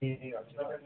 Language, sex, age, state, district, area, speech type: Nepali, male, 18-30, West Bengal, Darjeeling, rural, conversation